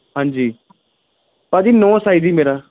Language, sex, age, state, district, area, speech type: Punjabi, male, 18-30, Punjab, Gurdaspur, rural, conversation